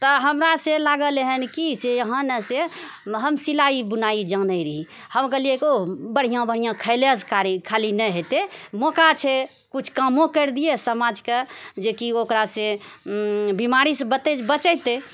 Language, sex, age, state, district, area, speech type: Maithili, female, 45-60, Bihar, Purnia, rural, spontaneous